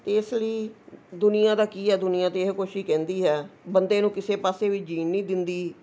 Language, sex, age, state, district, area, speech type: Punjabi, female, 60+, Punjab, Ludhiana, urban, spontaneous